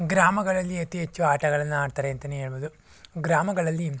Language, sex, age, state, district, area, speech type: Kannada, male, 18-30, Karnataka, Chikkaballapur, rural, spontaneous